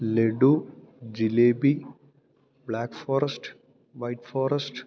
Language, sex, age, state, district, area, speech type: Malayalam, male, 18-30, Kerala, Idukki, rural, spontaneous